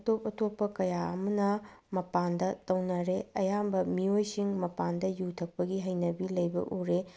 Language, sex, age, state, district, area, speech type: Manipuri, female, 45-60, Manipur, Bishnupur, rural, spontaneous